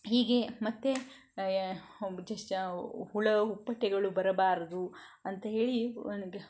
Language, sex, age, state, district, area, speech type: Kannada, female, 45-60, Karnataka, Shimoga, rural, spontaneous